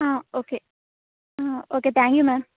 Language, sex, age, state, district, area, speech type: Malayalam, female, 18-30, Kerala, Thiruvananthapuram, rural, conversation